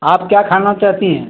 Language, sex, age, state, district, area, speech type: Hindi, male, 60+, Uttar Pradesh, Mau, rural, conversation